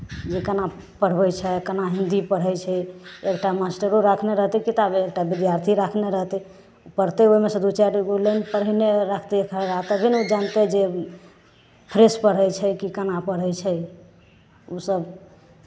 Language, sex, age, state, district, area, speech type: Maithili, female, 45-60, Bihar, Madhepura, rural, spontaneous